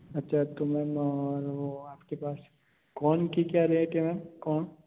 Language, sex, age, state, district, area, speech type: Hindi, male, 30-45, Rajasthan, Jodhpur, urban, conversation